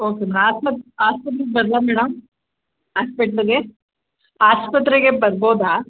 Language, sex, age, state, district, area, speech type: Kannada, female, 30-45, Karnataka, Hassan, urban, conversation